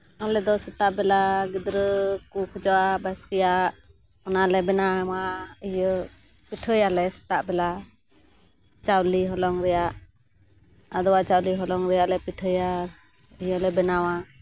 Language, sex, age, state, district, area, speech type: Santali, female, 30-45, West Bengal, Malda, rural, spontaneous